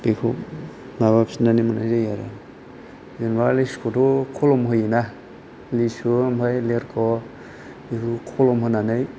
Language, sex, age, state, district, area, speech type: Bodo, male, 30-45, Assam, Kokrajhar, rural, spontaneous